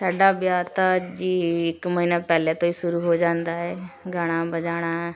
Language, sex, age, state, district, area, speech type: Punjabi, female, 30-45, Punjab, Shaheed Bhagat Singh Nagar, rural, spontaneous